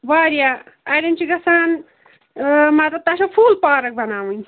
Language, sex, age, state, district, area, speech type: Kashmiri, female, 45-60, Jammu and Kashmir, Ganderbal, rural, conversation